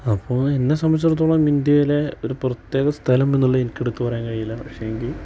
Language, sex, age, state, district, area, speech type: Malayalam, male, 30-45, Kerala, Malappuram, rural, spontaneous